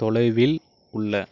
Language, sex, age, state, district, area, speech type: Tamil, male, 45-60, Tamil Nadu, Ariyalur, rural, read